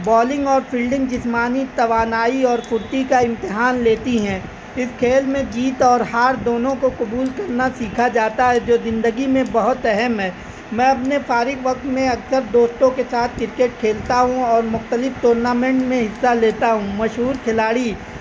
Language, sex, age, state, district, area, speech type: Urdu, male, 18-30, Uttar Pradesh, Azamgarh, rural, spontaneous